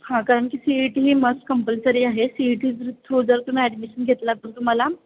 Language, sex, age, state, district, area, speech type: Marathi, female, 18-30, Maharashtra, Kolhapur, urban, conversation